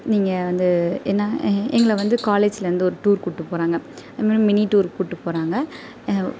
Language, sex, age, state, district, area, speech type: Tamil, female, 18-30, Tamil Nadu, Perambalur, rural, spontaneous